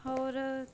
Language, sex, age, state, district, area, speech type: Punjabi, female, 30-45, Punjab, Bathinda, urban, spontaneous